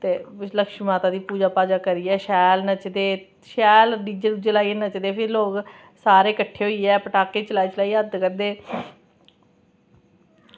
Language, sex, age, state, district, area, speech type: Dogri, female, 30-45, Jammu and Kashmir, Samba, rural, spontaneous